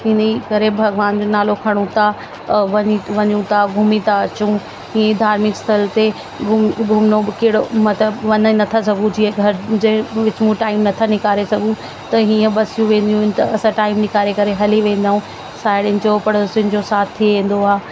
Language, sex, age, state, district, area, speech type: Sindhi, female, 30-45, Delhi, South Delhi, urban, spontaneous